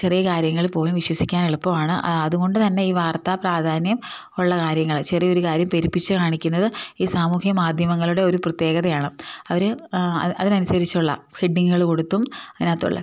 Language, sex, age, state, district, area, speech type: Malayalam, female, 30-45, Kerala, Idukki, rural, spontaneous